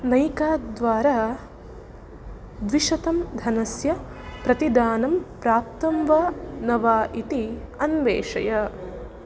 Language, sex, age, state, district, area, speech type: Sanskrit, female, 18-30, Karnataka, Udupi, rural, read